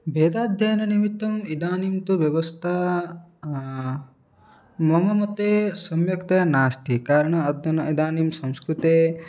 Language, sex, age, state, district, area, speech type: Sanskrit, male, 18-30, Odisha, Puri, urban, spontaneous